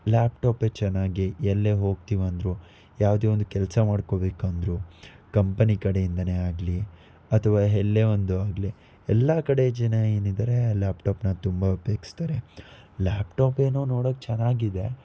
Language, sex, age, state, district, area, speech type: Kannada, male, 18-30, Karnataka, Davanagere, rural, spontaneous